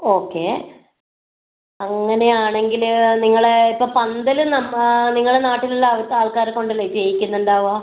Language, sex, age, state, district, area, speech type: Malayalam, female, 30-45, Kerala, Kannur, rural, conversation